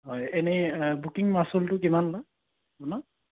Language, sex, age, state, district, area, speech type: Assamese, male, 30-45, Assam, Sonitpur, rural, conversation